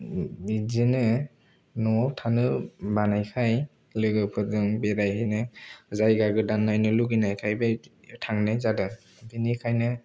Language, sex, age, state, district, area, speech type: Bodo, male, 18-30, Assam, Kokrajhar, rural, spontaneous